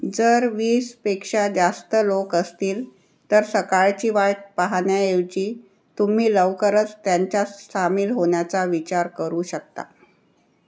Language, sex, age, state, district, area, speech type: Marathi, female, 60+, Maharashtra, Nagpur, urban, read